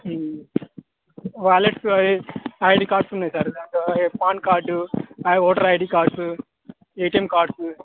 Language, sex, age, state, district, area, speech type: Telugu, male, 18-30, Telangana, Khammam, urban, conversation